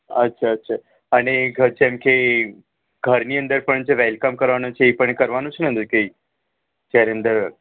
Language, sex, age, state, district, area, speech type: Gujarati, male, 30-45, Gujarat, Ahmedabad, urban, conversation